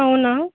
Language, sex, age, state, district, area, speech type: Telugu, female, 18-30, Telangana, Suryapet, urban, conversation